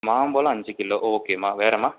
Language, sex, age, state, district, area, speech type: Tamil, male, 18-30, Tamil Nadu, Salem, rural, conversation